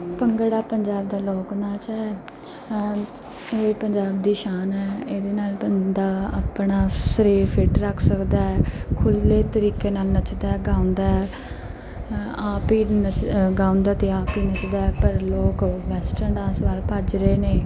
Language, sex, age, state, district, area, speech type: Punjabi, female, 18-30, Punjab, Mansa, urban, spontaneous